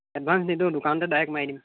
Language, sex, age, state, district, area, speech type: Assamese, male, 18-30, Assam, Golaghat, rural, conversation